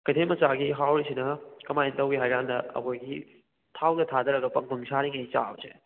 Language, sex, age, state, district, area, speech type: Manipuri, male, 18-30, Manipur, Kakching, rural, conversation